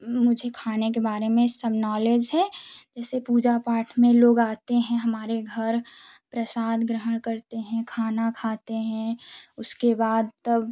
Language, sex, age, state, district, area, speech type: Hindi, female, 18-30, Uttar Pradesh, Jaunpur, urban, spontaneous